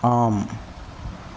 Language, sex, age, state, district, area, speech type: Tamil, male, 18-30, Tamil Nadu, Mayiladuthurai, urban, read